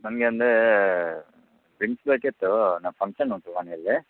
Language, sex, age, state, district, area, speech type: Kannada, male, 30-45, Karnataka, Udupi, rural, conversation